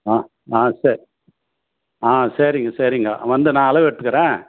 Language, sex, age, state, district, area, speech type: Tamil, male, 60+, Tamil Nadu, Tiruvannamalai, urban, conversation